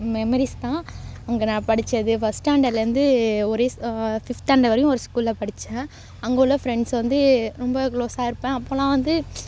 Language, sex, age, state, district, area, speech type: Tamil, female, 18-30, Tamil Nadu, Thanjavur, urban, spontaneous